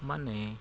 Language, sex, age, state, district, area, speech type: Kannada, male, 45-60, Karnataka, Bangalore Urban, rural, read